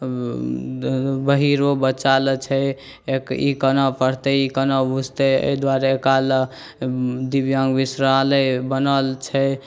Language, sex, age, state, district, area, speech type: Maithili, male, 18-30, Bihar, Saharsa, rural, spontaneous